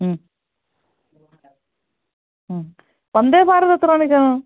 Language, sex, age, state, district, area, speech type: Malayalam, female, 45-60, Kerala, Thiruvananthapuram, urban, conversation